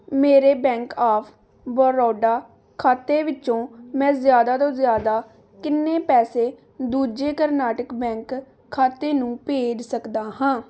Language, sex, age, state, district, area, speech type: Punjabi, female, 18-30, Punjab, Gurdaspur, rural, read